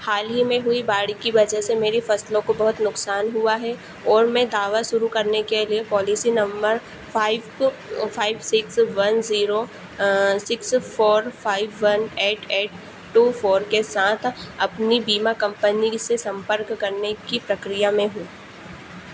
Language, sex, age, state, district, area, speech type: Hindi, female, 18-30, Madhya Pradesh, Harda, rural, read